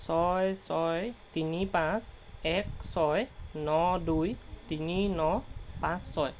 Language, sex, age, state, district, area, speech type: Assamese, male, 18-30, Assam, Golaghat, urban, read